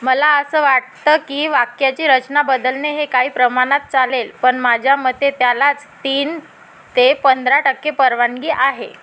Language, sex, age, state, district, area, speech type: Marathi, female, 30-45, Maharashtra, Nagpur, rural, read